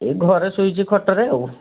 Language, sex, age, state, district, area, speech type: Odia, male, 18-30, Odisha, Balasore, rural, conversation